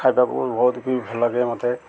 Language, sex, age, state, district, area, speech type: Odia, male, 45-60, Odisha, Ganjam, urban, spontaneous